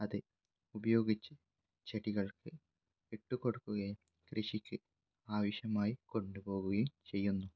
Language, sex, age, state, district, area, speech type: Malayalam, male, 18-30, Kerala, Kannur, rural, spontaneous